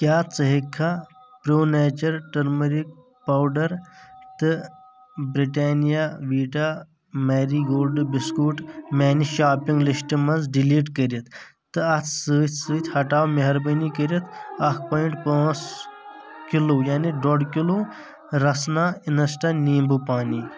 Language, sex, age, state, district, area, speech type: Kashmiri, male, 18-30, Jammu and Kashmir, Shopian, rural, read